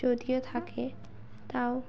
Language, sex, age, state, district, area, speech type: Bengali, female, 18-30, West Bengal, Birbhum, urban, spontaneous